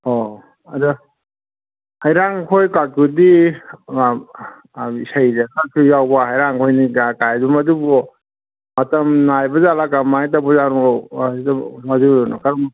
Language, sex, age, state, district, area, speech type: Manipuri, male, 60+, Manipur, Kangpokpi, urban, conversation